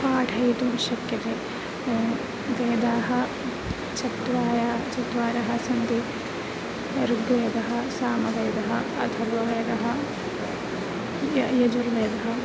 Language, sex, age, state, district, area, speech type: Sanskrit, female, 18-30, Kerala, Thrissur, urban, spontaneous